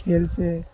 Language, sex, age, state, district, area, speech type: Urdu, male, 18-30, Bihar, Khagaria, rural, spontaneous